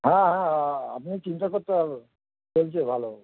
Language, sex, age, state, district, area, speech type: Bengali, male, 45-60, West Bengal, Darjeeling, rural, conversation